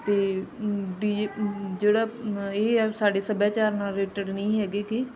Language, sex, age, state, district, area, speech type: Punjabi, female, 30-45, Punjab, Bathinda, rural, spontaneous